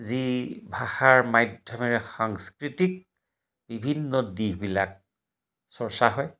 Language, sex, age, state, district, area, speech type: Assamese, male, 60+, Assam, Majuli, urban, spontaneous